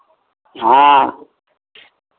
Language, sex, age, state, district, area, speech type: Maithili, male, 60+, Bihar, Madhepura, rural, conversation